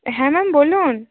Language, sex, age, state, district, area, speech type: Bengali, female, 18-30, West Bengal, Cooch Behar, urban, conversation